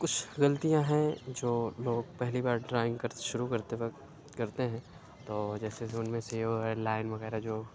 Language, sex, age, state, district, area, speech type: Urdu, male, 45-60, Uttar Pradesh, Aligarh, rural, spontaneous